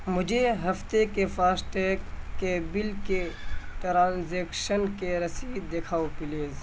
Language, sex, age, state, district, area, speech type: Urdu, male, 18-30, Bihar, Purnia, rural, read